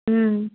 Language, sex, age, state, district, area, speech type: Tamil, female, 30-45, Tamil Nadu, Tirupattur, rural, conversation